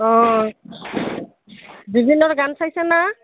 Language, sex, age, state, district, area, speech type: Assamese, female, 45-60, Assam, Barpeta, rural, conversation